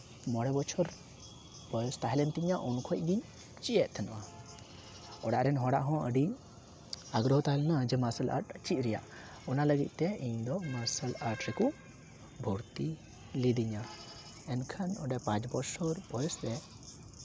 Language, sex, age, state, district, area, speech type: Santali, male, 18-30, West Bengal, Uttar Dinajpur, rural, spontaneous